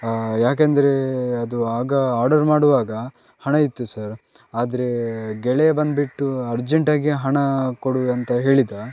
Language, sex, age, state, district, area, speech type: Kannada, male, 18-30, Karnataka, Chitradurga, rural, spontaneous